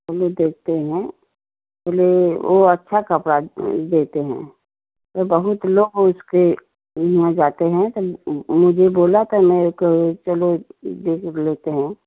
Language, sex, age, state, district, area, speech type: Hindi, female, 30-45, Uttar Pradesh, Jaunpur, rural, conversation